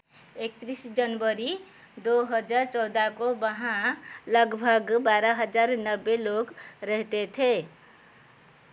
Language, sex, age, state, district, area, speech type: Hindi, female, 45-60, Madhya Pradesh, Chhindwara, rural, read